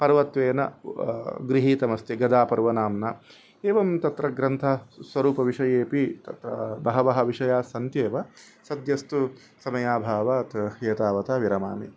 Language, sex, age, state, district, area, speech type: Sanskrit, male, 30-45, Karnataka, Udupi, urban, spontaneous